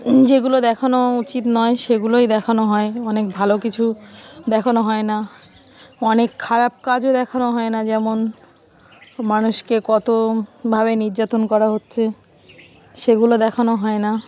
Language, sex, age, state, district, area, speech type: Bengali, female, 45-60, West Bengal, Darjeeling, urban, spontaneous